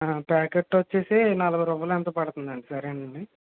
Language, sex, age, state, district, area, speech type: Telugu, male, 30-45, Andhra Pradesh, Kakinada, rural, conversation